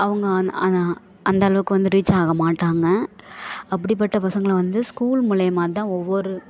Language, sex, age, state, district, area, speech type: Tamil, female, 18-30, Tamil Nadu, Thanjavur, rural, spontaneous